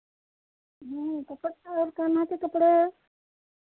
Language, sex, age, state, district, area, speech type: Hindi, female, 60+, Uttar Pradesh, Sitapur, rural, conversation